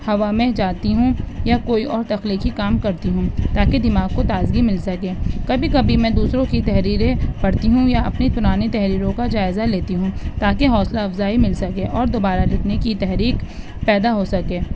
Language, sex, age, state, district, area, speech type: Urdu, female, 18-30, Delhi, East Delhi, urban, spontaneous